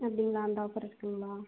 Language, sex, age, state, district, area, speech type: Tamil, female, 18-30, Tamil Nadu, Erode, rural, conversation